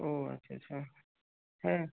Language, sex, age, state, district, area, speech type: Bengali, male, 30-45, West Bengal, Darjeeling, urban, conversation